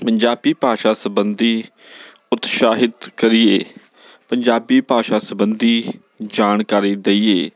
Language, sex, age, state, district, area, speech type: Punjabi, male, 30-45, Punjab, Bathinda, urban, spontaneous